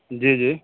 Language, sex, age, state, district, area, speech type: Urdu, male, 18-30, Uttar Pradesh, Saharanpur, urban, conversation